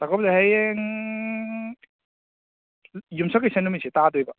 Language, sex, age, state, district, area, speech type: Manipuri, male, 30-45, Manipur, Kakching, rural, conversation